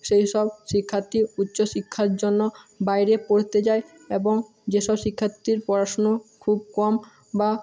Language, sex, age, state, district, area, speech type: Bengali, male, 18-30, West Bengal, Jhargram, rural, spontaneous